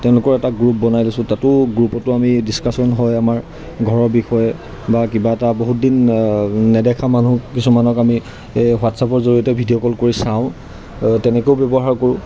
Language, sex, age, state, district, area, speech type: Assamese, male, 30-45, Assam, Golaghat, urban, spontaneous